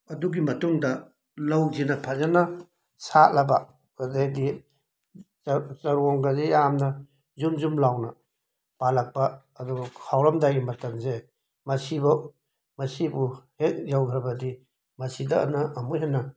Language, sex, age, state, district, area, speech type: Manipuri, male, 45-60, Manipur, Imphal West, urban, spontaneous